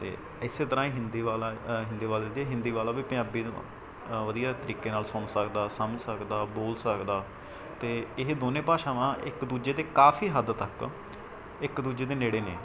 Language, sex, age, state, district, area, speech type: Punjabi, male, 18-30, Punjab, Mansa, rural, spontaneous